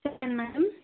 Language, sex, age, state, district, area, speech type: Telugu, female, 18-30, Andhra Pradesh, Nellore, rural, conversation